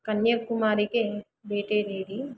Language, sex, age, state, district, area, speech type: Kannada, female, 18-30, Karnataka, Kolar, rural, spontaneous